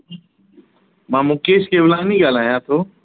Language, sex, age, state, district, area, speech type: Sindhi, male, 45-60, Uttar Pradesh, Lucknow, urban, conversation